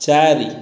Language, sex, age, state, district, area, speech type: Odia, male, 30-45, Odisha, Puri, urban, read